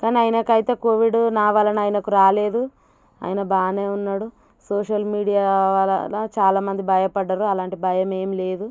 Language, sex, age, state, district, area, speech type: Telugu, female, 30-45, Telangana, Warangal, rural, spontaneous